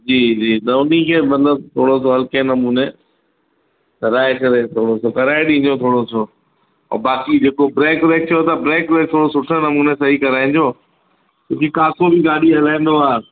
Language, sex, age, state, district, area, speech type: Sindhi, male, 45-60, Uttar Pradesh, Lucknow, urban, conversation